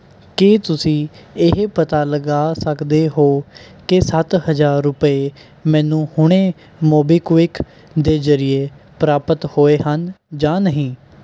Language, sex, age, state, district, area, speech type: Punjabi, male, 18-30, Punjab, Mohali, urban, read